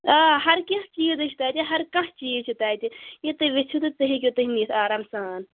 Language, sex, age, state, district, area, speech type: Kashmiri, female, 18-30, Jammu and Kashmir, Bandipora, rural, conversation